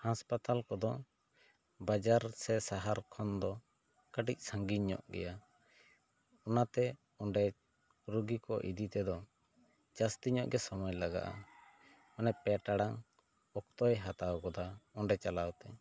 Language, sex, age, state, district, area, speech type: Santali, male, 30-45, West Bengal, Bankura, rural, spontaneous